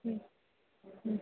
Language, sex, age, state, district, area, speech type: Tamil, female, 30-45, Tamil Nadu, Perambalur, rural, conversation